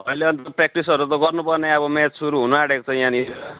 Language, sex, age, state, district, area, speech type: Nepali, male, 18-30, West Bengal, Darjeeling, rural, conversation